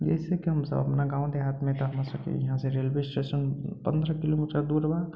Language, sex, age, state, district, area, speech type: Maithili, male, 30-45, Bihar, Sitamarhi, rural, spontaneous